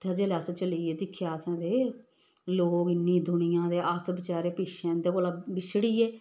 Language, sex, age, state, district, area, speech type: Dogri, female, 45-60, Jammu and Kashmir, Samba, rural, spontaneous